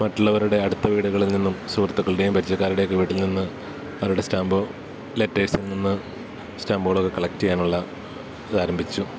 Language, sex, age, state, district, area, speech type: Malayalam, male, 30-45, Kerala, Idukki, rural, spontaneous